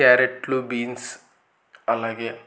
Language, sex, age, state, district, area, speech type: Telugu, male, 18-30, Andhra Pradesh, Eluru, rural, spontaneous